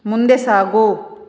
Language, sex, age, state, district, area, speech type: Kannada, female, 45-60, Karnataka, Chitradurga, urban, read